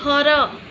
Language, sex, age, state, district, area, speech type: Odia, female, 18-30, Odisha, Sundergarh, urban, read